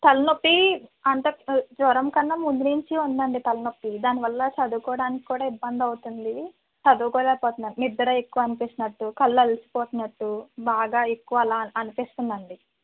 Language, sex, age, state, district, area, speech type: Telugu, female, 45-60, Andhra Pradesh, East Godavari, rural, conversation